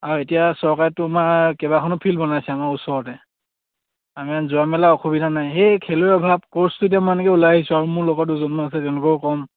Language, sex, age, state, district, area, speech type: Assamese, male, 18-30, Assam, Charaideo, rural, conversation